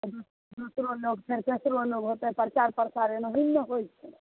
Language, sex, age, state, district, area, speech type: Maithili, female, 30-45, Bihar, Begusarai, urban, conversation